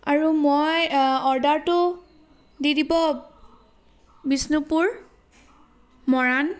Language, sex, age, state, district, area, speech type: Assamese, female, 18-30, Assam, Charaideo, urban, spontaneous